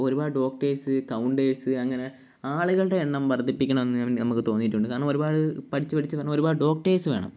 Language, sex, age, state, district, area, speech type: Malayalam, male, 18-30, Kerala, Kollam, rural, spontaneous